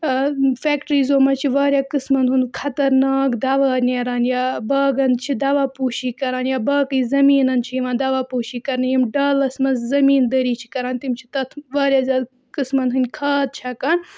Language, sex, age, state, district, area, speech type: Kashmiri, female, 18-30, Jammu and Kashmir, Budgam, rural, spontaneous